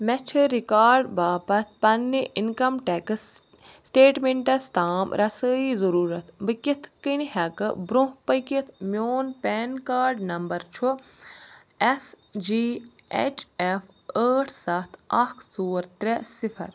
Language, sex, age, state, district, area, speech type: Kashmiri, female, 30-45, Jammu and Kashmir, Ganderbal, rural, read